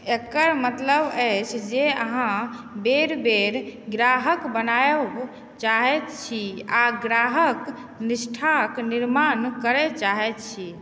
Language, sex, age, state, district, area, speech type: Maithili, female, 18-30, Bihar, Supaul, rural, read